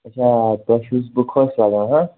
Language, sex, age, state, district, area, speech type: Kashmiri, male, 18-30, Jammu and Kashmir, Bandipora, rural, conversation